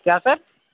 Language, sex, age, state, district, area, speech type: Urdu, male, 30-45, Uttar Pradesh, Gautam Buddha Nagar, urban, conversation